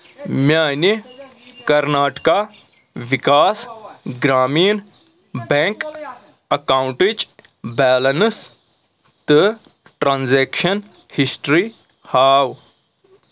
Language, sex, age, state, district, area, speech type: Kashmiri, male, 30-45, Jammu and Kashmir, Anantnag, rural, read